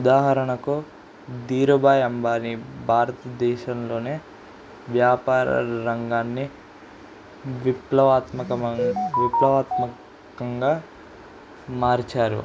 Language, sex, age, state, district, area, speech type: Telugu, male, 18-30, Andhra Pradesh, Kurnool, urban, spontaneous